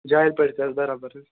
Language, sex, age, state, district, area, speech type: Kashmiri, male, 18-30, Jammu and Kashmir, Ganderbal, rural, conversation